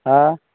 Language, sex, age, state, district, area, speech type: Marathi, male, 18-30, Maharashtra, Nanded, rural, conversation